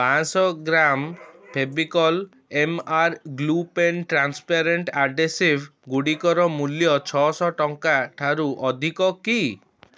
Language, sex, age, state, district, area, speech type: Odia, male, 30-45, Odisha, Cuttack, urban, read